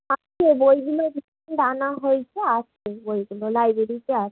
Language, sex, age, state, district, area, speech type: Bengali, female, 30-45, West Bengal, Hooghly, urban, conversation